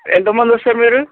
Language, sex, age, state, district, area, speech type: Telugu, male, 30-45, Telangana, Nagarkurnool, urban, conversation